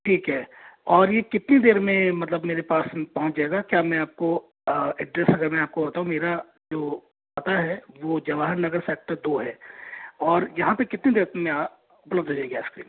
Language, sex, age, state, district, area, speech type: Hindi, male, 30-45, Rajasthan, Jaipur, urban, conversation